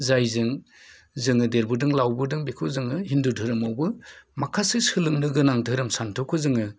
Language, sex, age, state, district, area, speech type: Bodo, male, 45-60, Assam, Udalguri, urban, spontaneous